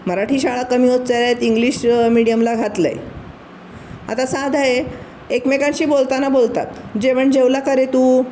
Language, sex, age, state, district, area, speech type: Marathi, female, 60+, Maharashtra, Pune, urban, spontaneous